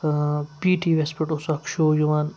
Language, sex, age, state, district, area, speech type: Kashmiri, male, 18-30, Jammu and Kashmir, Srinagar, urban, spontaneous